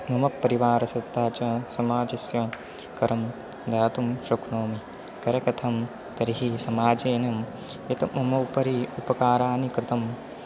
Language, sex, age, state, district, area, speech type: Sanskrit, male, 18-30, Maharashtra, Nashik, rural, spontaneous